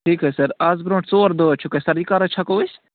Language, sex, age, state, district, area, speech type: Kashmiri, male, 18-30, Jammu and Kashmir, Bandipora, rural, conversation